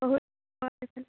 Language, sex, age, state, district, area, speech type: Assamese, female, 18-30, Assam, Biswanath, rural, conversation